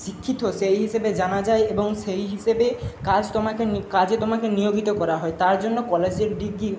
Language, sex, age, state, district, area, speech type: Bengali, male, 60+, West Bengal, Jhargram, rural, spontaneous